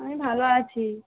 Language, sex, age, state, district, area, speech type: Bengali, female, 18-30, West Bengal, Dakshin Dinajpur, urban, conversation